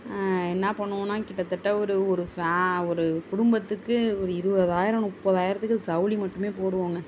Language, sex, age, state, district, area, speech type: Tamil, female, 30-45, Tamil Nadu, Tiruvarur, rural, spontaneous